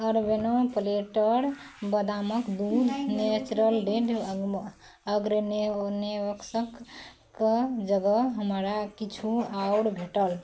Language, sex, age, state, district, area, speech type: Maithili, female, 30-45, Bihar, Araria, rural, read